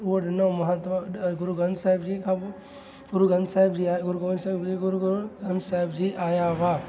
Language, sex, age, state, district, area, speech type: Sindhi, male, 30-45, Gujarat, Junagadh, urban, spontaneous